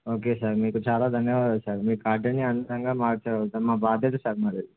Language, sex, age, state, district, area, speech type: Telugu, male, 18-30, Telangana, Warangal, rural, conversation